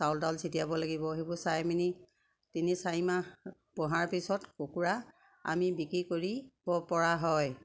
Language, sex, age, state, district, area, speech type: Assamese, female, 60+, Assam, Sivasagar, rural, spontaneous